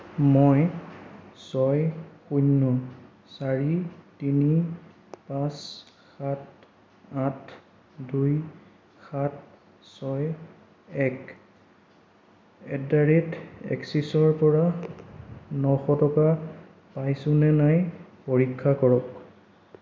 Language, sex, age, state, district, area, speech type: Assamese, male, 18-30, Assam, Sonitpur, rural, read